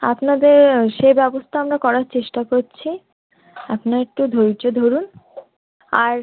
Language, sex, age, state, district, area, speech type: Bengali, female, 18-30, West Bengal, Birbhum, urban, conversation